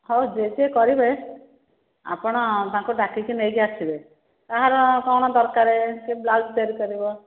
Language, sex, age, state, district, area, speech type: Odia, female, 45-60, Odisha, Khordha, rural, conversation